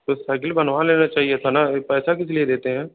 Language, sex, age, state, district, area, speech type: Hindi, male, 18-30, Uttar Pradesh, Bhadohi, urban, conversation